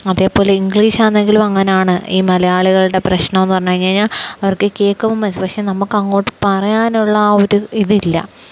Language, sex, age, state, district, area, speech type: Malayalam, female, 18-30, Kerala, Kozhikode, rural, spontaneous